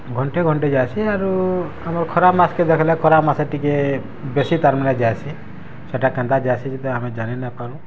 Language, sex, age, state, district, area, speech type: Odia, male, 30-45, Odisha, Bargarh, urban, spontaneous